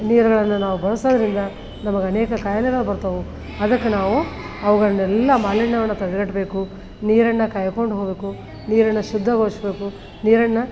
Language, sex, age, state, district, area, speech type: Kannada, female, 60+, Karnataka, Koppal, rural, spontaneous